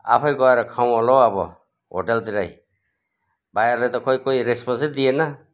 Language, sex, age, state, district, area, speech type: Nepali, male, 60+, West Bengal, Kalimpong, rural, spontaneous